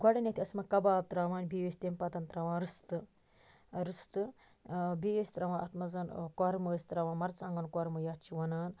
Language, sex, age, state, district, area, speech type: Kashmiri, female, 45-60, Jammu and Kashmir, Baramulla, rural, spontaneous